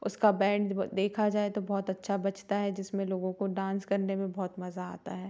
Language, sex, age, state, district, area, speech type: Hindi, female, 30-45, Madhya Pradesh, Jabalpur, urban, spontaneous